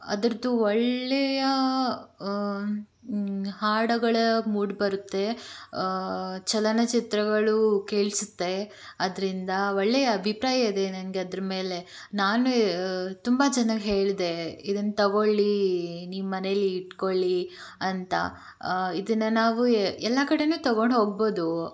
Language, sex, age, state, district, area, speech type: Kannada, female, 18-30, Karnataka, Tumkur, rural, spontaneous